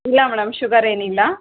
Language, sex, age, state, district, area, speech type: Kannada, female, 30-45, Karnataka, Chikkaballapur, rural, conversation